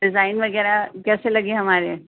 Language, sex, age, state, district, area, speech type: Urdu, female, 30-45, Uttar Pradesh, Rampur, urban, conversation